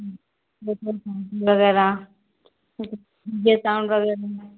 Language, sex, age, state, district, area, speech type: Hindi, female, 30-45, Madhya Pradesh, Gwalior, rural, conversation